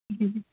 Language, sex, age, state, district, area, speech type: Punjabi, female, 18-30, Punjab, Fatehgarh Sahib, urban, conversation